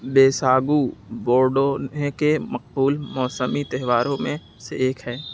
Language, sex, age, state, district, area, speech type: Urdu, male, 45-60, Uttar Pradesh, Aligarh, urban, read